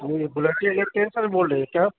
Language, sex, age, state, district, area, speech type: Urdu, male, 30-45, Uttar Pradesh, Gautam Buddha Nagar, urban, conversation